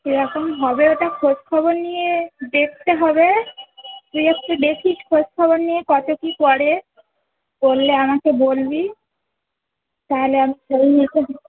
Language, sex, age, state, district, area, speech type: Bengali, female, 45-60, West Bengal, Uttar Dinajpur, urban, conversation